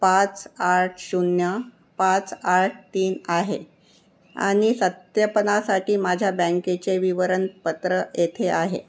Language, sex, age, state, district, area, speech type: Marathi, female, 60+, Maharashtra, Nagpur, urban, read